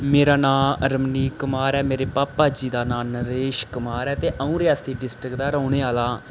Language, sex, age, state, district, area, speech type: Dogri, male, 18-30, Jammu and Kashmir, Reasi, rural, spontaneous